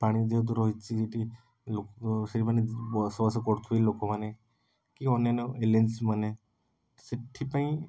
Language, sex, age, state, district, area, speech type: Odia, male, 18-30, Odisha, Puri, urban, spontaneous